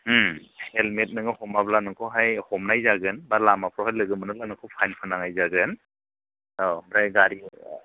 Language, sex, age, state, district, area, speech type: Bodo, male, 45-60, Assam, Chirang, rural, conversation